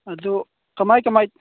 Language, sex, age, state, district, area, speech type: Manipuri, male, 45-60, Manipur, Chandel, rural, conversation